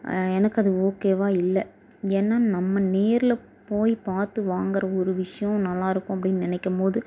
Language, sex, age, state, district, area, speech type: Tamil, female, 18-30, Tamil Nadu, Dharmapuri, rural, spontaneous